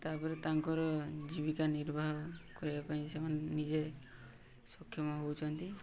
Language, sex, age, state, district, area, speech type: Odia, male, 18-30, Odisha, Mayurbhanj, rural, spontaneous